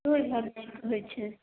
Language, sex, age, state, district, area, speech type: Maithili, female, 18-30, Bihar, Darbhanga, rural, conversation